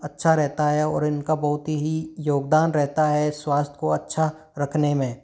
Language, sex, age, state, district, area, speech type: Hindi, male, 45-60, Rajasthan, Karauli, rural, spontaneous